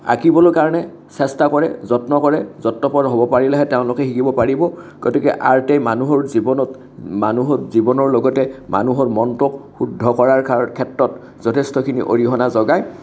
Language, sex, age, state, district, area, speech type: Assamese, male, 60+, Assam, Kamrup Metropolitan, urban, spontaneous